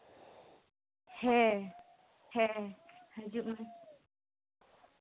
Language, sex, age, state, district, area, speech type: Santali, female, 18-30, West Bengal, Purba Bardhaman, rural, conversation